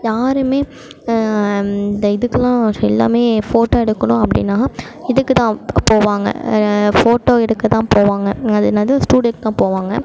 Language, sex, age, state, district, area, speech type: Tamil, female, 18-30, Tamil Nadu, Mayiladuthurai, urban, spontaneous